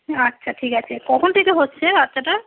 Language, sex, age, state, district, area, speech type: Bengali, female, 30-45, West Bengal, Darjeeling, rural, conversation